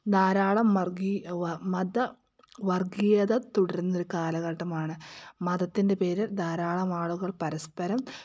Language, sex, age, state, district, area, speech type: Malayalam, female, 30-45, Kerala, Wayanad, rural, spontaneous